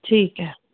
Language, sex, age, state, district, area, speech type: Punjabi, female, 30-45, Punjab, Gurdaspur, rural, conversation